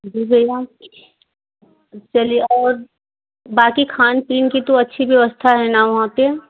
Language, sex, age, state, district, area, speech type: Hindi, female, 30-45, Uttar Pradesh, Prayagraj, rural, conversation